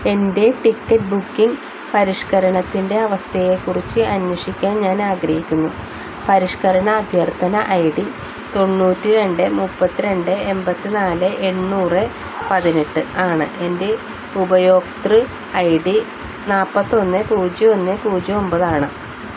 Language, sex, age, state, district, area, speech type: Malayalam, female, 45-60, Kerala, Wayanad, rural, read